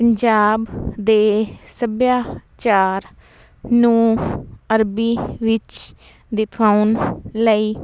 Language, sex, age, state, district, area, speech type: Punjabi, female, 18-30, Punjab, Fazilka, urban, spontaneous